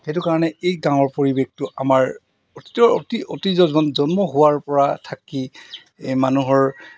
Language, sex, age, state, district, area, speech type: Assamese, male, 45-60, Assam, Golaghat, rural, spontaneous